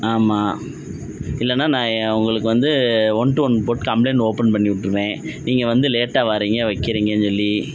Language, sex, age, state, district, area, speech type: Tamil, male, 30-45, Tamil Nadu, Perambalur, rural, spontaneous